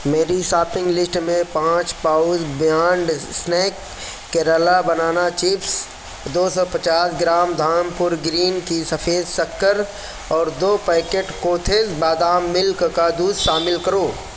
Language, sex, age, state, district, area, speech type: Urdu, male, 30-45, Uttar Pradesh, Mau, urban, read